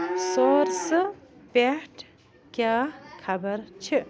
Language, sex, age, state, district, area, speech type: Kashmiri, female, 45-60, Jammu and Kashmir, Bandipora, rural, read